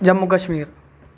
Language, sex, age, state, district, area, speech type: Urdu, male, 45-60, Telangana, Hyderabad, urban, spontaneous